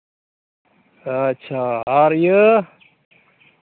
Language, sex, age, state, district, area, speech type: Santali, male, 45-60, West Bengal, Malda, rural, conversation